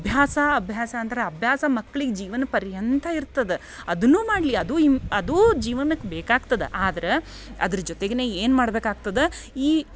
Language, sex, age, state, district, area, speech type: Kannada, female, 30-45, Karnataka, Dharwad, rural, spontaneous